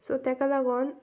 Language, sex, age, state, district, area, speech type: Goan Konkani, female, 18-30, Goa, Sanguem, rural, spontaneous